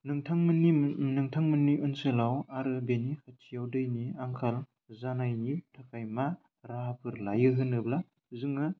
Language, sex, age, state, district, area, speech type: Bodo, male, 18-30, Assam, Udalguri, rural, spontaneous